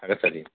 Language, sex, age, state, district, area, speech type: Manipuri, male, 45-60, Manipur, Imphal West, urban, conversation